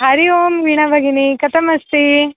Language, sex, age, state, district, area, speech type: Sanskrit, female, 30-45, Karnataka, Dharwad, urban, conversation